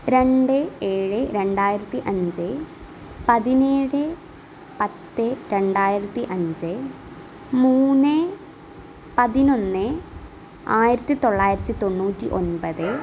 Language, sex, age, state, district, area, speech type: Malayalam, female, 18-30, Kerala, Kottayam, rural, spontaneous